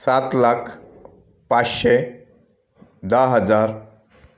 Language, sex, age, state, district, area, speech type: Marathi, male, 45-60, Maharashtra, Raigad, rural, spontaneous